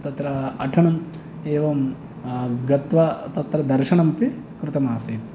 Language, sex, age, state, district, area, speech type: Sanskrit, male, 30-45, Andhra Pradesh, East Godavari, rural, spontaneous